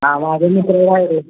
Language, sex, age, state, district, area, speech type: Marathi, male, 18-30, Maharashtra, Satara, urban, conversation